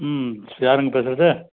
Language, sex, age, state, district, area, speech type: Tamil, male, 45-60, Tamil Nadu, Krishnagiri, rural, conversation